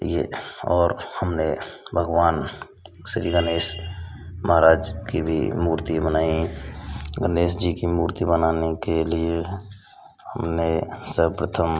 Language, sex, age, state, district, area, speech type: Hindi, male, 18-30, Rajasthan, Bharatpur, rural, spontaneous